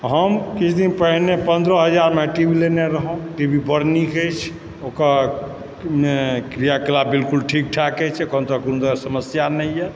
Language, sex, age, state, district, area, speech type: Maithili, male, 45-60, Bihar, Supaul, rural, spontaneous